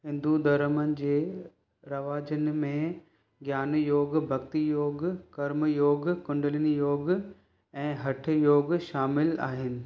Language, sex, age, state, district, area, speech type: Sindhi, male, 30-45, Maharashtra, Thane, urban, read